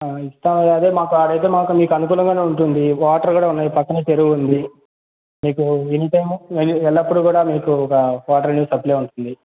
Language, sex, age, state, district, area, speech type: Telugu, male, 18-30, Andhra Pradesh, Annamaya, rural, conversation